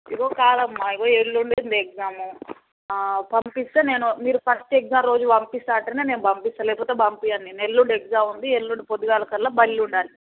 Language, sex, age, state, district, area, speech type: Telugu, female, 45-60, Telangana, Yadadri Bhuvanagiri, rural, conversation